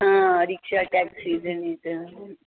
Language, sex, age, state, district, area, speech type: Marathi, female, 60+, Maharashtra, Pune, urban, conversation